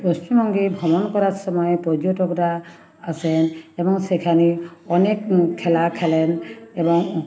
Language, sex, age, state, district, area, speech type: Bengali, female, 45-60, West Bengal, Uttar Dinajpur, urban, spontaneous